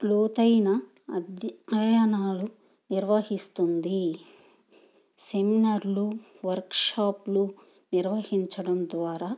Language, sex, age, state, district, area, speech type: Telugu, female, 45-60, Andhra Pradesh, Nellore, rural, spontaneous